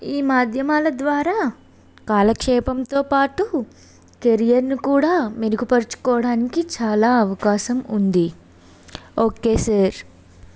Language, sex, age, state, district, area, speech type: Telugu, female, 18-30, Andhra Pradesh, Vizianagaram, rural, spontaneous